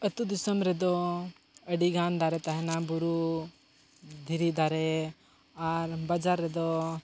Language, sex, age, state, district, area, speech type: Santali, male, 18-30, Jharkhand, Seraikela Kharsawan, rural, spontaneous